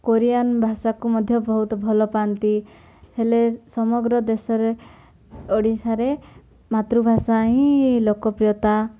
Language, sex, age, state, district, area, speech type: Odia, female, 18-30, Odisha, Koraput, urban, spontaneous